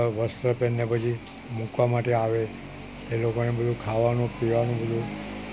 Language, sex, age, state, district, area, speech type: Gujarati, male, 60+, Gujarat, Valsad, rural, spontaneous